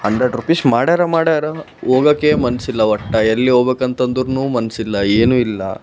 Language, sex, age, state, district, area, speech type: Kannada, male, 18-30, Karnataka, Koppal, rural, spontaneous